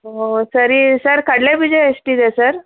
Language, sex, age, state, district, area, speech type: Kannada, female, 45-60, Karnataka, Chikkaballapur, rural, conversation